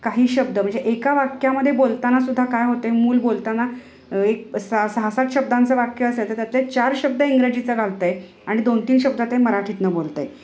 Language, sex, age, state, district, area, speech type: Marathi, female, 30-45, Maharashtra, Sangli, urban, spontaneous